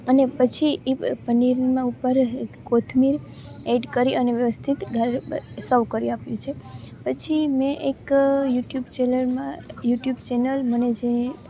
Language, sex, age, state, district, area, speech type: Gujarati, female, 18-30, Gujarat, Junagadh, rural, spontaneous